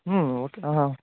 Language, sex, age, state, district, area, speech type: Telugu, male, 60+, Andhra Pradesh, Chittoor, rural, conversation